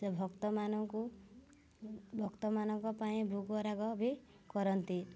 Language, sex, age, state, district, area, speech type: Odia, female, 18-30, Odisha, Mayurbhanj, rural, spontaneous